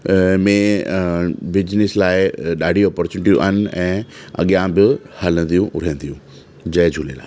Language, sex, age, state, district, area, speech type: Sindhi, male, 30-45, Delhi, South Delhi, urban, spontaneous